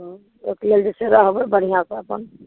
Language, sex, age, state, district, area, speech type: Maithili, female, 60+, Bihar, Madhepura, rural, conversation